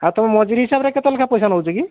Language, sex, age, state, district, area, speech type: Odia, male, 30-45, Odisha, Mayurbhanj, rural, conversation